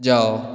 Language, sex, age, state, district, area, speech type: Odia, male, 18-30, Odisha, Dhenkanal, urban, read